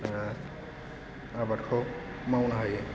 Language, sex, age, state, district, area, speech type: Bodo, male, 18-30, Assam, Chirang, rural, spontaneous